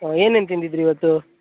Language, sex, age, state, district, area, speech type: Kannada, male, 18-30, Karnataka, Uttara Kannada, rural, conversation